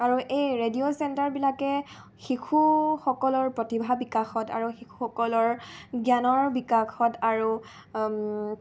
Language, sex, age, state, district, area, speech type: Assamese, female, 18-30, Assam, Dibrugarh, rural, spontaneous